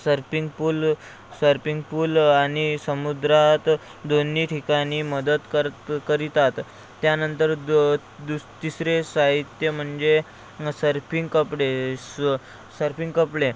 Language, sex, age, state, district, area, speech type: Marathi, male, 30-45, Maharashtra, Amravati, rural, spontaneous